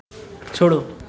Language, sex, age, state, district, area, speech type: Hindi, male, 18-30, Uttar Pradesh, Azamgarh, rural, read